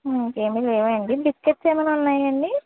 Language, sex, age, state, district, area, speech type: Telugu, female, 45-60, Andhra Pradesh, East Godavari, urban, conversation